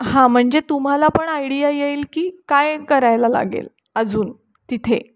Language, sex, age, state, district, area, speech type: Marathi, female, 30-45, Maharashtra, Kolhapur, urban, spontaneous